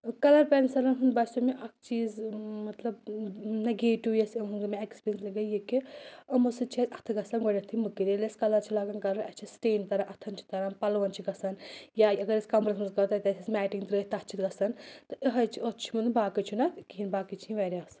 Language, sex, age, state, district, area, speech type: Kashmiri, female, 18-30, Jammu and Kashmir, Anantnag, rural, spontaneous